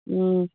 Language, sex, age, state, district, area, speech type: Manipuri, female, 30-45, Manipur, Kangpokpi, urban, conversation